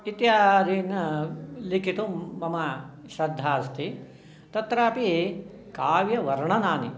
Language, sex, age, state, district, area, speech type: Sanskrit, male, 60+, Karnataka, Shimoga, urban, spontaneous